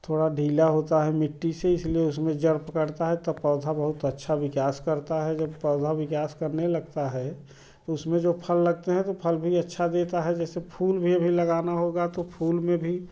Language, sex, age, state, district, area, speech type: Hindi, male, 30-45, Uttar Pradesh, Prayagraj, rural, spontaneous